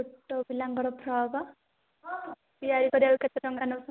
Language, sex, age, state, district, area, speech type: Odia, female, 18-30, Odisha, Nayagarh, rural, conversation